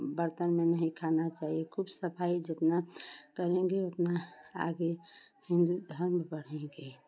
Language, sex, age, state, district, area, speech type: Hindi, female, 45-60, Uttar Pradesh, Chandauli, urban, spontaneous